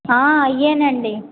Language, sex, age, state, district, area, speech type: Telugu, female, 45-60, Andhra Pradesh, Anakapalli, rural, conversation